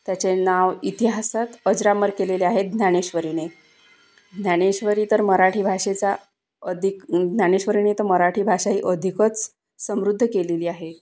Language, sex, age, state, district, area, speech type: Marathi, female, 30-45, Maharashtra, Wardha, urban, spontaneous